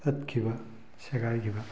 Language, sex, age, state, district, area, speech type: Manipuri, male, 18-30, Manipur, Tengnoupal, rural, spontaneous